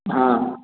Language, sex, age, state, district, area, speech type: Hindi, male, 45-60, Bihar, Darbhanga, rural, conversation